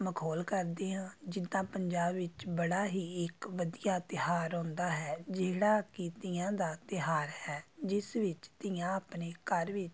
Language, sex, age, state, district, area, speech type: Punjabi, female, 30-45, Punjab, Amritsar, urban, spontaneous